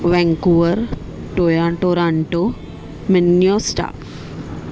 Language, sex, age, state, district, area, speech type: Sindhi, female, 30-45, Maharashtra, Thane, urban, spontaneous